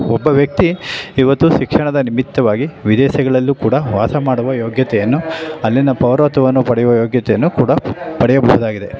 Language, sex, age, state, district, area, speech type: Kannada, male, 45-60, Karnataka, Chamarajanagar, urban, spontaneous